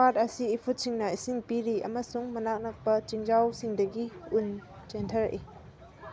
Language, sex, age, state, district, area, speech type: Manipuri, female, 18-30, Manipur, Kangpokpi, urban, read